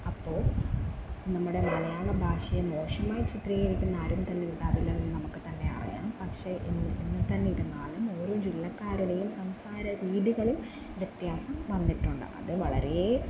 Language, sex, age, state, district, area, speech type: Malayalam, female, 18-30, Kerala, Wayanad, rural, spontaneous